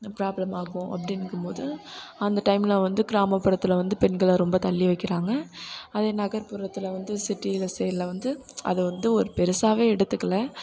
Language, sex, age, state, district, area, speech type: Tamil, female, 18-30, Tamil Nadu, Thanjavur, urban, spontaneous